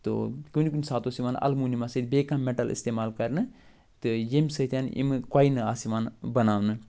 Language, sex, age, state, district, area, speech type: Kashmiri, male, 45-60, Jammu and Kashmir, Ganderbal, urban, spontaneous